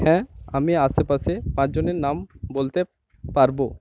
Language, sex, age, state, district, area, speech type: Bengali, male, 18-30, West Bengal, Purba Medinipur, rural, spontaneous